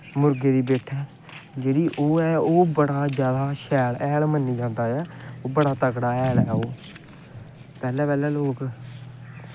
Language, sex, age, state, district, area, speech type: Dogri, male, 18-30, Jammu and Kashmir, Kathua, rural, spontaneous